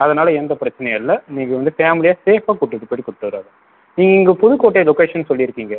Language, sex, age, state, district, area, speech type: Tamil, male, 18-30, Tamil Nadu, Sivaganga, rural, conversation